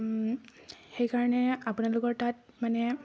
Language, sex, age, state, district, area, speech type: Assamese, female, 18-30, Assam, Tinsukia, urban, spontaneous